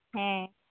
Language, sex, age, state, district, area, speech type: Santali, female, 18-30, West Bengal, Malda, rural, conversation